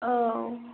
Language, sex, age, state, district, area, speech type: Bodo, female, 18-30, Assam, Chirang, rural, conversation